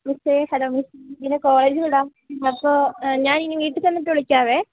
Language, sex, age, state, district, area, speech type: Malayalam, female, 18-30, Kerala, Idukki, rural, conversation